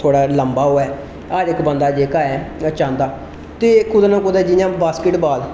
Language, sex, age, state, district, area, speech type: Dogri, male, 18-30, Jammu and Kashmir, Reasi, rural, spontaneous